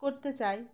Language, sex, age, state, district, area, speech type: Bengali, female, 30-45, West Bengal, Uttar Dinajpur, urban, spontaneous